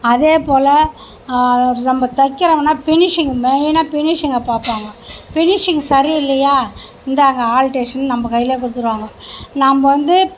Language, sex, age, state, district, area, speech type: Tamil, female, 60+, Tamil Nadu, Mayiladuthurai, urban, spontaneous